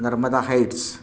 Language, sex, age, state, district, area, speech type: Marathi, male, 60+, Maharashtra, Pune, urban, spontaneous